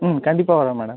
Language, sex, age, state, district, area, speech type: Tamil, male, 18-30, Tamil Nadu, Nagapattinam, rural, conversation